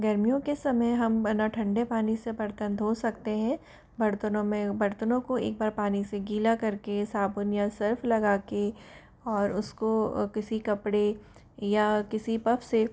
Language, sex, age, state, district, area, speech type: Hindi, female, 60+, Rajasthan, Jaipur, urban, spontaneous